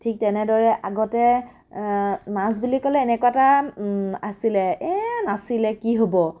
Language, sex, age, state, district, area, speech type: Assamese, female, 30-45, Assam, Biswanath, rural, spontaneous